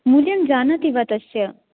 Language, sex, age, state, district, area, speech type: Sanskrit, female, 18-30, Maharashtra, Sangli, rural, conversation